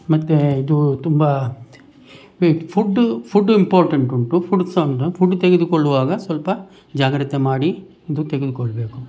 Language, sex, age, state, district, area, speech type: Kannada, male, 60+, Karnataka, Udupi, rural, spontaneous